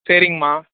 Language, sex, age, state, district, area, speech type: Tamil, male, 18-30, Tamil Nadu, Thanjavur, rural, conversation